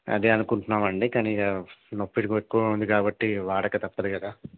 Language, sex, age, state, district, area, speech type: Telugu, male, 30-45, Telangana, Karimnagar, rural, conversation